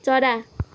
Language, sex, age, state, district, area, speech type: Nepali, female, 18-30, West Bengal, Kalimpong, rural, read